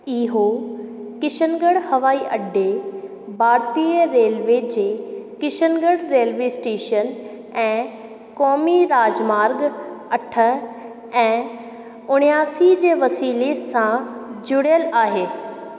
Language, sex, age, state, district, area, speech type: Sindhi, female, 18-30, Rajasthan, Ajmer, urban, read